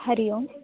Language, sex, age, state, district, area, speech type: Sanskrit, female, 18-30, Karnataka, Dharwad, urban, conversation